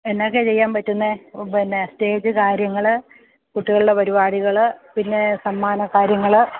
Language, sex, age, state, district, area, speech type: Malayalam, female, 45-60, Kerala, Idukki, rural, conversation